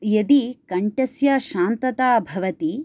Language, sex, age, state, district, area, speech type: Sanskrit, female, 30-45, Karnataka, Chikkamagaluru, rural, spontaneous